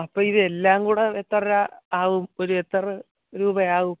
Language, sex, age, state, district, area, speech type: Malayalam, male, 18-30, Kerala, Kollam, rural, conversation